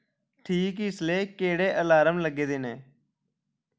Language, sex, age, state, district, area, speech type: Dogri, male, 18-30, Jammu and Kashmir, Samba, rural, read